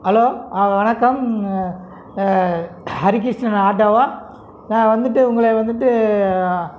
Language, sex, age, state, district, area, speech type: Tamil, male, 60+, Tamil Nadu, Krishnagiri, rural, spontaneous